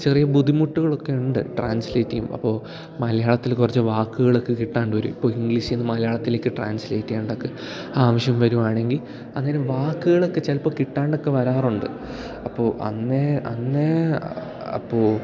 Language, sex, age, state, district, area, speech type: Malayalam, male, 18-30, Kerala, Idukki, rural, spontaneous